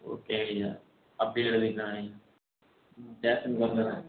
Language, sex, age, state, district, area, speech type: Tamil, male, 18-30, Tamil Nadu, Erode, rural, conversation